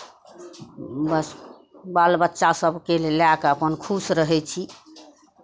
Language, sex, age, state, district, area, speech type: Maithili, female, 45-60, Bihar, Araria, rural, spontaneous